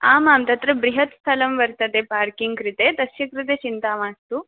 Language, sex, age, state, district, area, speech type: Sanskrit, female, 18-30, West Bengal, Dakshin Dinajpur, urban, conversation